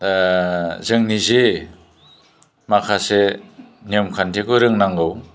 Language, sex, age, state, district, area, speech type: Bodo, male, 60+, Assam, Chirang, urban, spontaneous